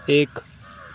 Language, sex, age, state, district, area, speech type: Urdu, male, 18-30, Uttar Pradesh, Aligarh, urban, read